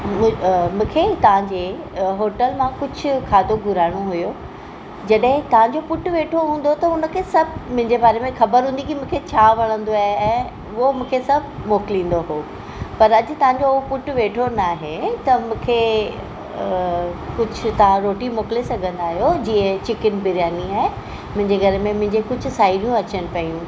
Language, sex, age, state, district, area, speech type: Sindhi, female, 45-60, Maharashtra, Mumbai Suburban, urban, spontaneous